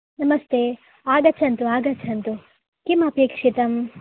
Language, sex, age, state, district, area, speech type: Sanskrit, female, 18-30, Karnataka, Dakshina Kannada, urban, conversation